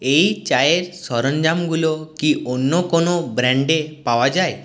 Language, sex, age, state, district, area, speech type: Bengali, male, 18-30, West Bengal, Purulia, rural, read